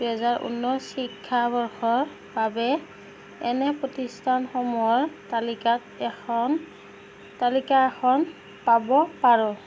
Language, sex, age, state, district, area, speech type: Assamese, female, 18-30, Assam, Darrang, rural, read